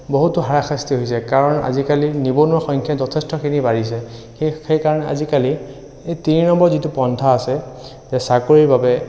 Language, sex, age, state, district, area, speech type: Assamese, male, 30-45, Assam, Sonitpur, rural, spontaneous